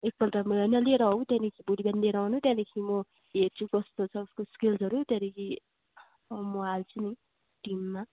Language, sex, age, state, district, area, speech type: Nepali, female, 18-30, West Bengal, Darjeeling, rural, conversation